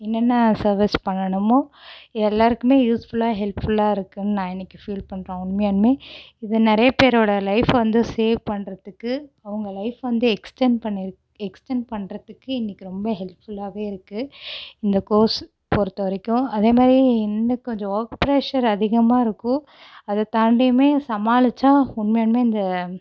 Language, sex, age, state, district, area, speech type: Tamil, female, 18-30, Tamil Nadu, Cuddalore, urban, spontaneous